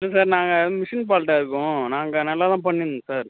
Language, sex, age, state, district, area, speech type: Tamil, male, 18-30, Tamil Nadu, Cuddalore, rural, conversation